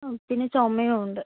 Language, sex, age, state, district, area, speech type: Malayalam, female, 18-30, Kerala, Wayanad, rural, conversation